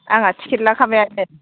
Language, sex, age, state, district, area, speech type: Bodo, female, 30-45, Assam, Baksa, rural, conversation